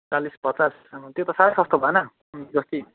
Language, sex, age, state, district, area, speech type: Nepali, male, 30-45, West Bengal, Kalimpong, rural, conversation